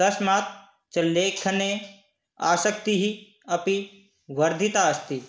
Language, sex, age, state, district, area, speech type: Sanskrit, male, 18-30, Manipur, Kangpokpi, rural, spontaneous